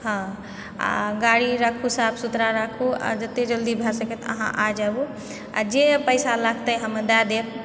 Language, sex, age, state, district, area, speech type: Maithili, female, 30-45, Bihar, Purnia, urban, spontaneous